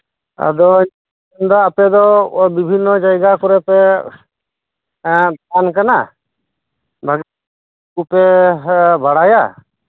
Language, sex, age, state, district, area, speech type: Santali, male, 45-60, West Bengal, Birbhum, rural, conversation